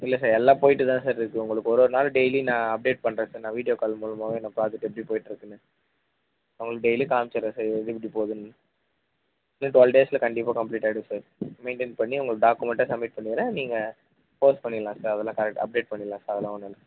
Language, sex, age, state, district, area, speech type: Tamil, male, 18-30, Tamil Nadu, Vellore, rural, conversation